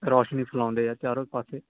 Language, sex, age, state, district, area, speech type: Punjabi, male, 18-30, Punjab, Hoshiarpur, urban, conversation